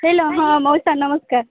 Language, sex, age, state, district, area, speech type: Odia, female, 30-45, Odisha, Sambalpur, rural, conversation